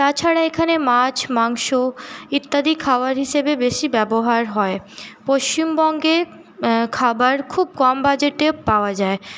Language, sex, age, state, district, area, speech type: Bengali, female, 30-45, West Bengal, Paschim Bardhaman, urban, spontaneous